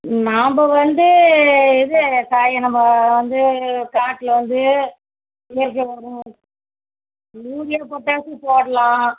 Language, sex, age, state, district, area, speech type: Tamil, female, 45-60, Tamil Nadu, Kallakurichi, rural, conversation